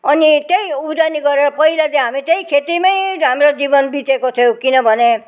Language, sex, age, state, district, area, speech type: Nepali, female, 60+, West Bengal, Jalpaiguri, rural, spontaneous